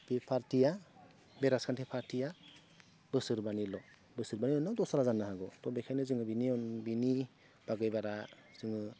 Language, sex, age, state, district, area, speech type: Bodo, male, 30-45, Assam, Goalpara, rural, spontaneous